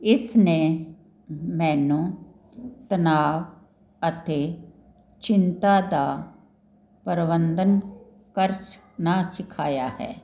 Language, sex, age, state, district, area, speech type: Punjabi, female, 60+, Punjab, Jalandhar, urban, spontaneous